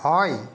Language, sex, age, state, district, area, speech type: Assamese, male, 45-60, Assam, Kamrup Metropolitan, urban, read